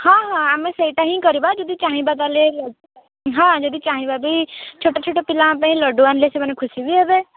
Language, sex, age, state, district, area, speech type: Odia, female, 18-30, Odisha, Jagatsinghpur, urban, conversation